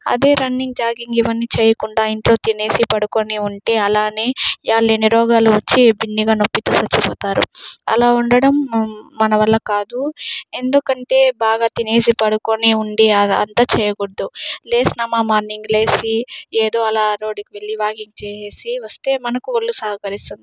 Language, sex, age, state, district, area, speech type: Telugu, female, 18-30, Andhra Pradesh, Chittoor, urban, spontaneous